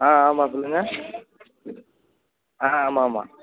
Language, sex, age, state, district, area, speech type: Tamil, male, 18-30, Tamil Nadu, Nagapattinam, rural, conversation